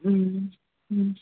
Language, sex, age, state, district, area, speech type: Tamil, female, 18-30, Tamil Nadu, Chennai, urban, conversation